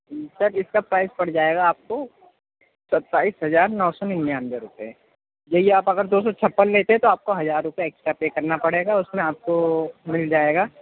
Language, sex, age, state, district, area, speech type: Urdu, male, 18-30, Uttar Pradesh, Gautam Buddha Nagar, urban, conversation